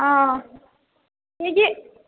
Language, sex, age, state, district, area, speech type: Maithili, female, 30-45, Bihar, Purnia, rural, conversation